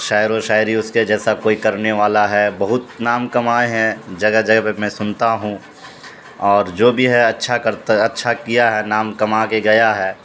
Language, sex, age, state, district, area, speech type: Urdu, male, 30-45, Bihar, Supaul, rural, spontaneous